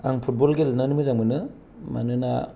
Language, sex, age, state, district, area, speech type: Bodo, male, 18-30, Assam, Kokrajhar, rural, spontaneous